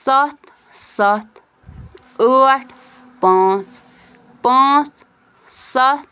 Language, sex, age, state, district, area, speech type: Kashmiri, female, 18-30, Jammu and Kashmir, Bandipora, rural, read